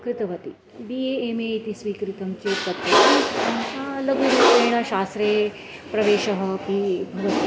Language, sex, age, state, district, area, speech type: Sanskrit, female, 45-60, Maharashtra, Nashik, rural, spontaneous